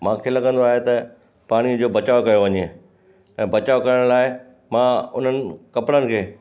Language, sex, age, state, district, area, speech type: Sindhi, male, 60+, Gujarat, Kutch, rural, spontaneous